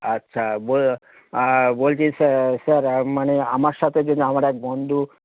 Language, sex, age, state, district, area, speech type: Bengali, male, 45-60, West Bengal, Hooghly, rural, conversation